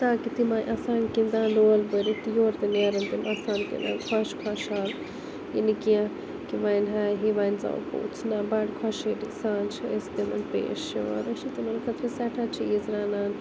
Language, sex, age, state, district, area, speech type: Kashmiri, female, 45-60, Jammu and Kashmir, Srinagar, urban, spontaneous